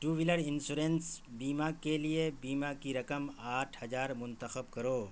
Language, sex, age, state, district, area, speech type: Urdu, male, 45-60, Bihar, Saharsa, rural, read